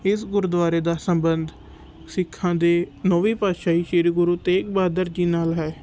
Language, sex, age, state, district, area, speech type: Punjabi, male, 18-30, Punjab, Patiala, urban, spontaneous